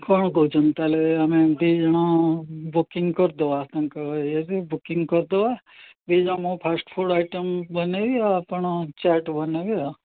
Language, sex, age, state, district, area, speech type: Odia, male, 60+, Odisha, Gajapati, rural, conversation